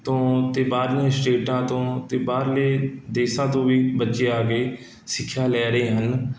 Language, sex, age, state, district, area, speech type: Punjabi, male, 30-45, Punjab, Mohali, urban, spontaneous